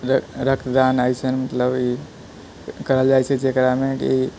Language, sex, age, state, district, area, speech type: Maithili, male, 45-60, Bihar, Purnia, rural, spontaneous